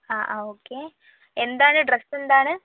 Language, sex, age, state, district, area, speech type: Malayalam, female, 18-30, Kerala, Wayanad, rural, conversation